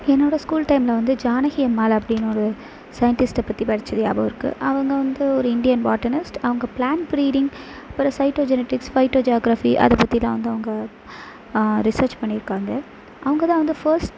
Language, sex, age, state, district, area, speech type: Tamil, female, 18-30, Tamil Nadu, Sivaganga, rural, spontaneous